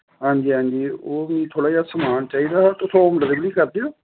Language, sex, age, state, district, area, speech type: Dogri, male, 45-60, Jammu and Kashmir, Samba, rural, conversation